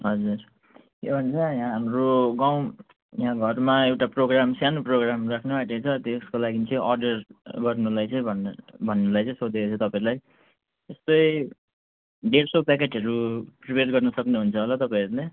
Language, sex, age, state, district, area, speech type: Nepali, male, 45-60, West Bengal, Alipurduar, urban, conversation